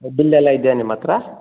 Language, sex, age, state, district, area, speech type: Kannada, male, 30-45, Karnataka, Chikkaballapur, rural, conversation